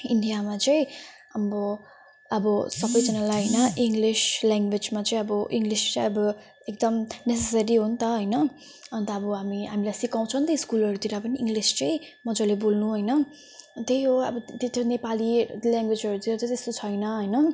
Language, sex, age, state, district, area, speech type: Nepali, female, 18-30, West Bengal, Jalpaiguri, urban, spontaneous